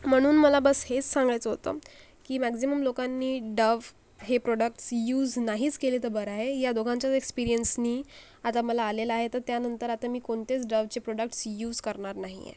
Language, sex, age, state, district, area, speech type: Marathi, female, 18-30, Maharashtra, Akola, urban, spontaneous